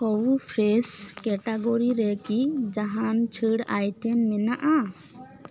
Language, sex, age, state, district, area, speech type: Santali, female, 18-30, West Bengal, Bankura, rural, read